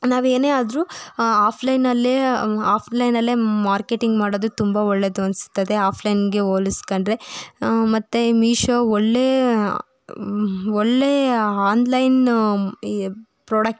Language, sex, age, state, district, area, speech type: Kannada, female, 30-45, Karnataka, Tumkur, rural, spontaneous